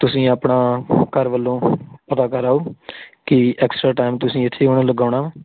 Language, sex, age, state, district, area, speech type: Punjabi, male, 30-45, Punjab, Tarn Taran, rural, conversation